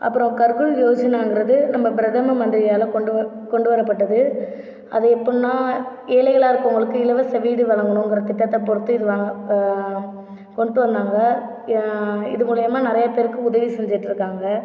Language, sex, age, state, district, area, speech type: Tamil, female, 18-30, Tamil Nadu, Ariyalur, rural, spontaneous